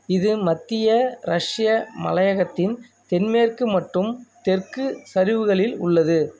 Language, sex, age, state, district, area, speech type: Tamil, male, 30-45, Tamil Nadu, Thanjavur, rural, read